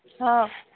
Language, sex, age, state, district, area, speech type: Odia, female, 18-30, Odisha, Subarnapur, urban, conversation